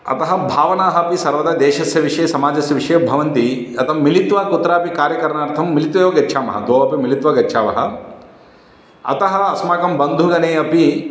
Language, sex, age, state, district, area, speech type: Sanskrit, male, 30-45, Andhra Pradesh, Guntur, urban, spontaneous